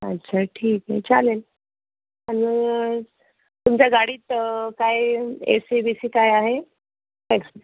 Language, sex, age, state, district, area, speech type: Marathi, female, 18-30, Maharashtra, Amravati, urban, conversation